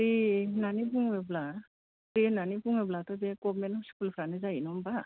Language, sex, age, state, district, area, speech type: Bodo, female, 60+, Assam, Kokrajhar, rural, conversation